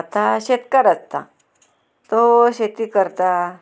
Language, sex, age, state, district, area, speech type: Goan Konkani, female, 30-45, Goa, Murmgao, rural, spontaneous